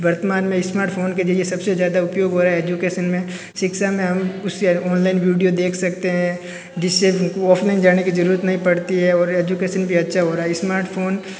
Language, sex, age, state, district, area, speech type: Hindi, male, 30-45, Rajasthan, Jodhpur, urban, spontaneous